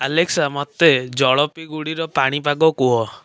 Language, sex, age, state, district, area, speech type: Odia, male, 18-30, Odisha, Cuttack, urban, read